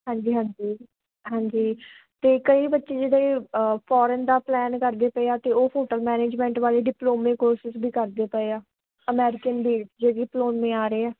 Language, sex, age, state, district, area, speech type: Punjabi, female, 18-30, Punjab, Shaheed Bhagat Singh Nagar, urban, conversation